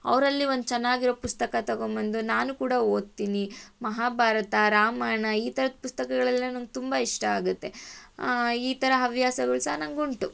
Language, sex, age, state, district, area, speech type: Kannada, female, 18-30, Karnataka, Tumkur, rural, spontaneous